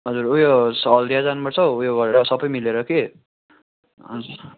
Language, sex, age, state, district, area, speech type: Nepali, male, 18-30, West Bengal, Darjeeling, rural, conversation